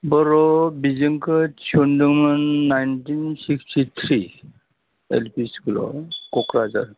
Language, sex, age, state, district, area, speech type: Bodo, male, 60+, Assam, Udalguri, urban, conversation